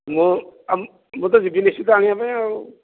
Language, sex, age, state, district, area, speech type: Odia, male, 45-60, Odisha, Dhenkanal, rural, conversation